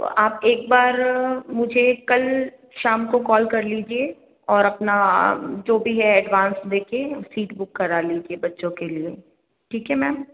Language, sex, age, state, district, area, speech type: Hindi, female, 60+, Rajasthan, Jodhpur, urban, conversation